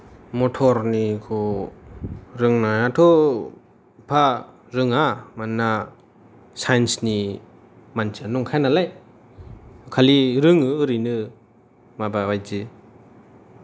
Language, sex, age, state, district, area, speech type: Bodo, male, 18-30, Assam, Chirang, urban, spontaneous